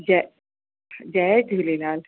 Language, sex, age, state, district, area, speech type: Sindhi, female, 30-45, Uttar Pradesh, Lucknow, urban, conversation